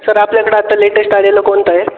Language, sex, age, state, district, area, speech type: Marathi, male, 18-30, Maharashtra, Ahmednagar, rural, conversation